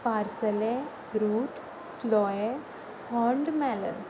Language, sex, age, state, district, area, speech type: Goan Konkani, female, 30-45, Goa, Pernem, rural, spontaneous